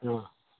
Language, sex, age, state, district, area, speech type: Assamese, male, 60+, Assam, Dhemaji, rural, conversation